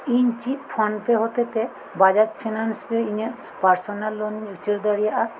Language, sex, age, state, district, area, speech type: Santali, female, 45-60, West Bengal, Birbhum, rural, read